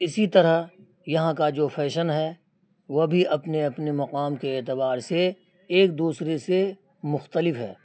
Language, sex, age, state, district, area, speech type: Urdu, male, 45-60, Bihar, Araria, rural, spontaneous